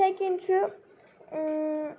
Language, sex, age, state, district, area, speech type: Kashmiri, female, 45-60, Jammu and Kashmir, Kupwara, rural, spontaneous